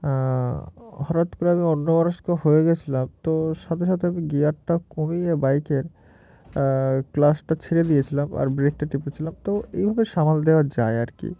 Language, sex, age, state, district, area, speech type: Bengali, male, 18-30, West Bengal, Murshidabad, urban, spontaneous